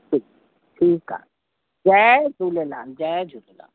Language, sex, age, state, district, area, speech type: Sindhi, female, 60+, Uttar Pradesh, Lucknow, rural, conversation